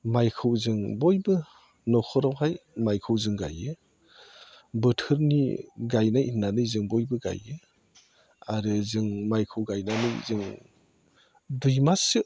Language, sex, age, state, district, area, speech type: Bodo, male, 45-60, Assam, Chirang, rural, spontaneous